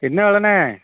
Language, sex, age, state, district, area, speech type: Tamil, male, 30-45, Tamil Nadu, Thoothukudi, rural, conversation